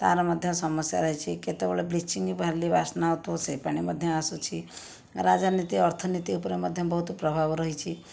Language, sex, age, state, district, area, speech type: Odia, female, 45-60, Odisha, Jajpur, rural, spontaneous